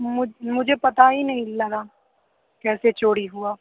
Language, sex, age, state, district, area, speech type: Hindi, male, 18-30, Bihar, Darbhanga, rural, conversation